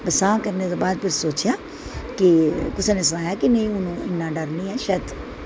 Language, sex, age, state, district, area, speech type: Dogri, female, 45-60, Jammu and Kashmir, Udhampur, urban, spontaneous